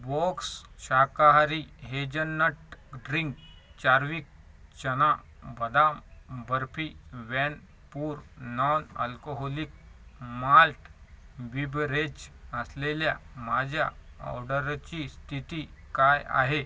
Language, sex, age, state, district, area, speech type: Marathi, male, 18-30, Maharashtra, Washim, rural, read